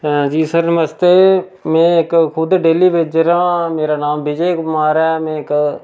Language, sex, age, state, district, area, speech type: Dogri, male, 30-45, Jammu and Kashmir, Reasi, rural, spontaneous